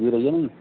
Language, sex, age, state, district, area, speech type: Urdu, male, 18-30, Delhi, Central Delhi, urban, conversation